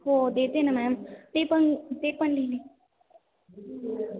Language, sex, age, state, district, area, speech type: Marathi, female, 18-30, Maharashtra, Ahmednagar, rural, conversation